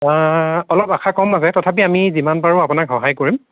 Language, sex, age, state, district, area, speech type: Assamese, male, 18-30, Assam, Dibrugarh, rural, conversation